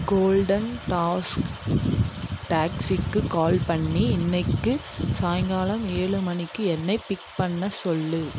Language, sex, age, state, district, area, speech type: Tamil, female, 18-30, Tamil Nadu, Dharmapuri, rural, read